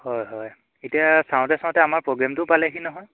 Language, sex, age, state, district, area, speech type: Assamese, male, 18-30, Assam, Dhemaji, rural, conversation